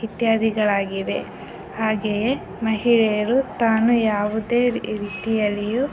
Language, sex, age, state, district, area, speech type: Kannada, female, 18-30, Karnataka, Chitradurga, rural, spontaneous